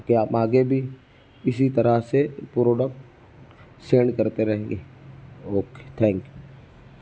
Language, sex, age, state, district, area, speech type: Urdu, male, 60+, Maharashtra, Nashik, urban, spontaneous